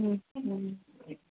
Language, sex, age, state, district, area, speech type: Urdu, female, 30-45, Uttar Pradesh, Rampur, urban, conversation